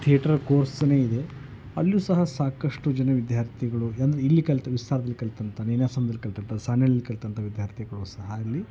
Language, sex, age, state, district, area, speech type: Kannada, male, 30-45, Karnataka, Koppal, rural, spontaneous